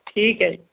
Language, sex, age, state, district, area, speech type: Punjabi, female, 45-60, Punjab, Mohali, urban, conversation